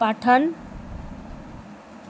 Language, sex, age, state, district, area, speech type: Bengali, female, 30-45, West Bengal, Kolkata, urban, spontaneous